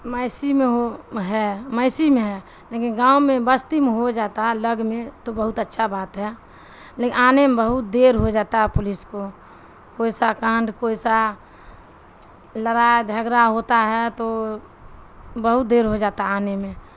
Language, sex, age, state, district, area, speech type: Urdu, female, 60+, Bihar, Darbhanga, rural, spontaneous